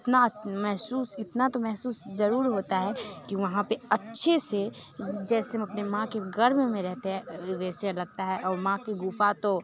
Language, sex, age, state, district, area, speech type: Hindi, female, 18-30, Bihar, Muzaffarpur, rural, spontaneous